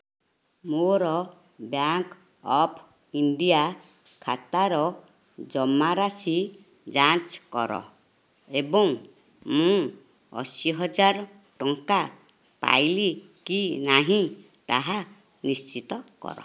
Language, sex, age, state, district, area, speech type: Odia, female, 60+, Odisha, Nayagarh, rural, read